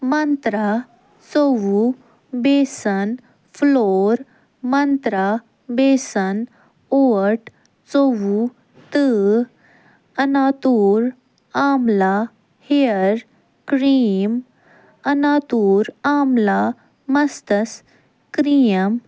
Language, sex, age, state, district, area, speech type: Kashmiri, female, 18-30, Jammu and Kashmir, Ganderbal, rural, read